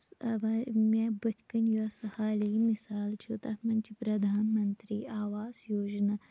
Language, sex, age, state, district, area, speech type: Kashmiri, female, 18-30, Jammu and Kashmir, Shopian, rural, spontaneous